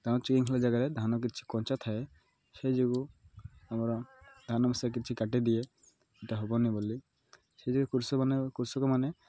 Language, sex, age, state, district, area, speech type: Odia, male, 18-30, Odisha, Malkangiri, urban, spontaneous